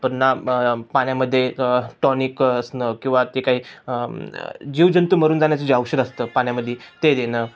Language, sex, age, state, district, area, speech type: Marathi, male, 18-30, Maharashtra, Ahmednagar, urban, spontaneous